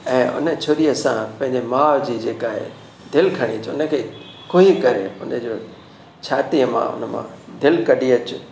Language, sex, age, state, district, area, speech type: Sindhi, male, 60+, Maharashtra, Thane, urban, spontaneous